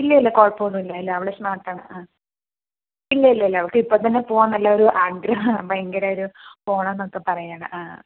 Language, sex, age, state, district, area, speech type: Malayalam, female, 45-60, Kerala, Palakkad, rural, conversation